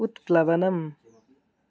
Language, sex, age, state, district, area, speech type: Sanskrit, male, 18-30, Odisha, Mayurbhanj, rural, read